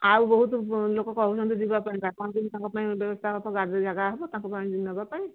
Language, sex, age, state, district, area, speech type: Odia, female, 60+, Odisha, Jharsuguda, rural, conversation